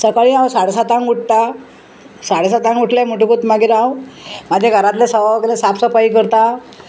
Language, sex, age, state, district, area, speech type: Goan Konkani, female, 60+, Goa, Salcete, rural, spontaneous